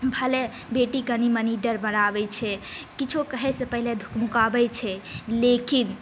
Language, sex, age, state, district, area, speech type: Maithili, female, 18-30, Bihar, Saharsa, rural, spontaneous